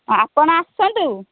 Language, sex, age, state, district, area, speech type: Odia, female, 30-45, Odisha, Nayagarh, rural, conversation